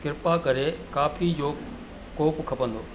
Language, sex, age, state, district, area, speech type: Sindhi, male, 60+, Madhya Pradesh, Katni, urban, read